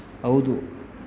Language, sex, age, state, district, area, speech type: Kannada, male, 18-30, Karnataka, Kolar, rural, read